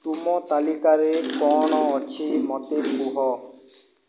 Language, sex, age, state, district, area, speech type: Odia, male, 45-60, Odisha, Boudh, rural, read